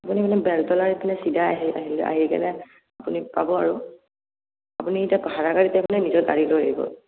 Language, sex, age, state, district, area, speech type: Assamese, male, 18-30, Assam, Morigaon, rural, conversation